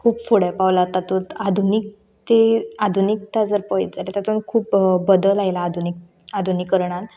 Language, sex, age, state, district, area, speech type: Goan Konkani, female, 18-30, Goa, Canacona, rural, spontaneous